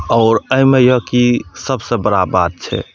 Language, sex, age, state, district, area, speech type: Maithili, male, 30-45, Bihar, Madhepura, urban, spontaneous